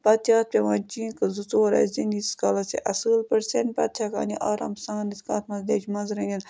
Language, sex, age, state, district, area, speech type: Kashmiri, female, 30-45, Jammu and Kashmir, Budgam, rural, spontaneous